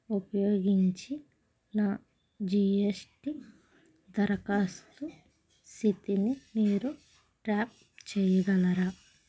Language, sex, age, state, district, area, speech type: Telugu, female, 30-45, Andhra Pradesh, Krishna, rural, read